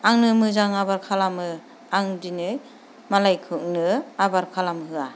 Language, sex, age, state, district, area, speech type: Bodo, female, 30-45, Assam, Kokrajhar, rural, spontaneous